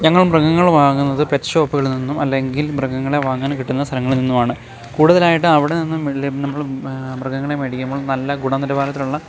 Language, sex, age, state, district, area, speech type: Malayalam, male, 30-45, Kerala, Alappuzha, rural, spontaneous